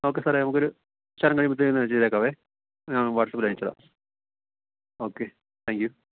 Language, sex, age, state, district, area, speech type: Malayalam, male, 30-45, Kerala, Idukki, rural, conversation